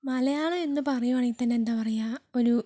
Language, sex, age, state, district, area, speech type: Malayalam, female, 18-30, Kerala, Wayanad, rural, spontaneous